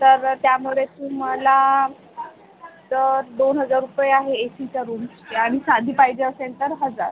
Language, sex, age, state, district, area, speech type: Marathi, female, 30-45, Maharashtra, Amravati, rural, conversation